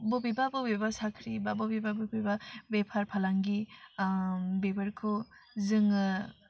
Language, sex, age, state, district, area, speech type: Bodo, female, 18-30, Assam, Udalguri, rural, spontaneous